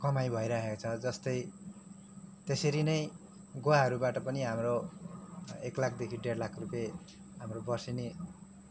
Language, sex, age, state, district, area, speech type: Nepali, male, 30-45, West Bengal, Kalimpong, rural, spontaneous